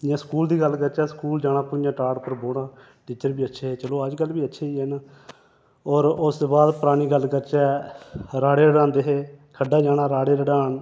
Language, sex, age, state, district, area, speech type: Dogri, male, 30-45, Jammu and Kashmir, Reasi, urban, spontaneous